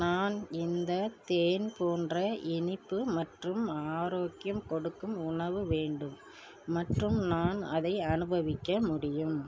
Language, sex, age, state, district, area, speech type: Tamil, female, 45-60, Tamil Nadu, Perambalur, rural, read